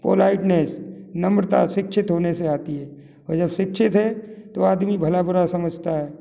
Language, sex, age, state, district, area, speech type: Hindi, male, 60+, Madhya Pradesh, Gwalior, rural, spontaneous